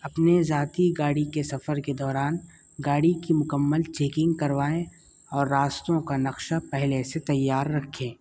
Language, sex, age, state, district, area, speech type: Urdu, male, 30-45, Uttar Pradesh, Muzaffarnagar, urban, spontaneous